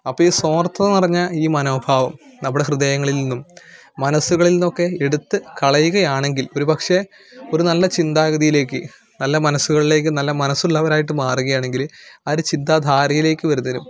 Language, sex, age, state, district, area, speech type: Malayalam, male, 18-30, Kerala, Malappuram, rural, spontaneous